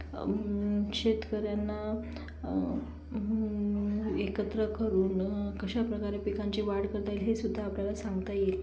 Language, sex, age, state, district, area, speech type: Marathi, female, 30-45, Maharashtra, Yavatmal, rural, spontaneous